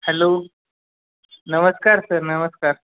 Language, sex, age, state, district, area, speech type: Marathi, male, 18-30, Maharashtra, Nanded, urban, conversation